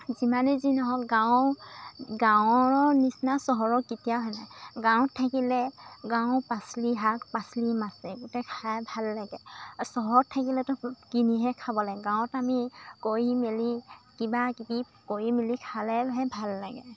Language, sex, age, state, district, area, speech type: Assamese, female, 18-30, Assam, Lakhimpur, rural, spontaneous